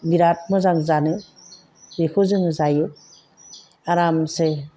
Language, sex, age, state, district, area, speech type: Bodo, female, 45-60, Assam, Chirang, rural, spontaneous